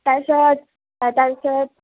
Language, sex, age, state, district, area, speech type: Assamese, female, 18-30, Assam, Sonitpur, rural, conversation